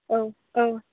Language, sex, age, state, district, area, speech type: Bodo, female, 18-30, Assam, Udalguri, urban, conversation